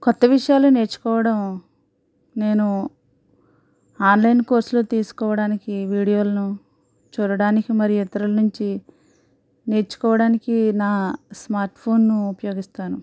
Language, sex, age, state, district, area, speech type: Telugu, female, 45-60, Andhra Pradesh, East Godavari, rural, spontaneous